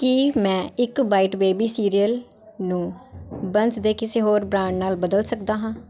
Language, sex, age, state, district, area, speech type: Punjabi, female, 18-30, Punjab, Patiala, urban, read